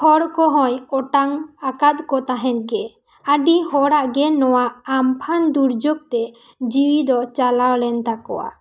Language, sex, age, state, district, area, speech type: Santali, female, 18-30, West Bengal, Bankura, rural, spontaneous